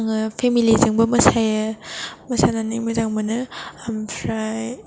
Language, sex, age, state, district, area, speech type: Bodo, female, 18-30, Assam, Kokrajhar, rural, spontaneous